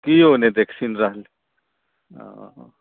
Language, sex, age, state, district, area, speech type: Maithili, male, 45-60, Bihar, Saharsa, urban, conversation